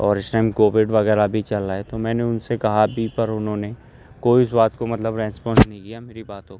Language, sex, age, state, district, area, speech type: Urdu, male, 18-30, Uttar Pradesh, Aligarh, urban, spontaneous